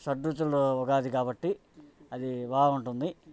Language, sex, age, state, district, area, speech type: Telugu, male, 45-60, Andhra Pradesh, Bapatla, urban, spontaneous